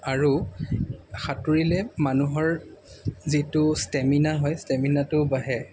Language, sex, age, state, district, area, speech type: Assamese, male, 18-30, Assam, Jorhat, urban, spontaneous